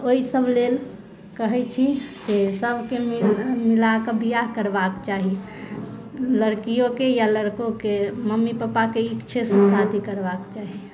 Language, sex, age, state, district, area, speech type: Maithili, female, 30-45, Bihar, Sitamarhi, urban, spontaneous